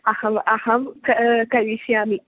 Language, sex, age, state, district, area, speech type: Sanskrit, female, 18-30, Kerala, Thrissur, urban, conversation